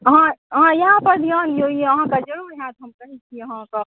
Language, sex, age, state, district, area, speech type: Maithili, female, 18-30, Bihar, Supaul, urban, conversation